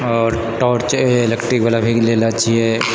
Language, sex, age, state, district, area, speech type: Maithili, male, 30-45, Bihar, Purnia, rural, spontaneous